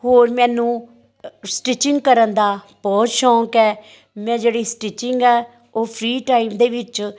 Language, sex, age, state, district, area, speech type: Punjabi, female, 45-60, Punjab, Amritsar, urban, spontaneous